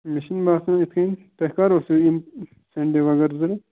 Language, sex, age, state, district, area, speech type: Kashmiri, male, 18-30, Jammu and Kashmir, Ganderbal, rural, conversation